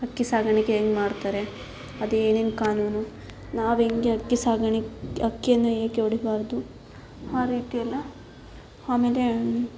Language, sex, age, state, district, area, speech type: Kannada, female, 18-30, Karnataka, Davanagere, rural, spontaneous